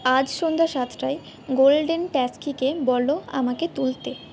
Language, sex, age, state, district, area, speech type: Bengali, female, 45-60, West Bengal, Purba Bardhaman, rural, read